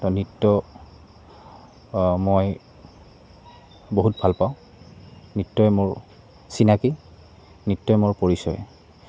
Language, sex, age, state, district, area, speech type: Assamese, male, 18-30, Assam, Goalpara, rural, spontaneous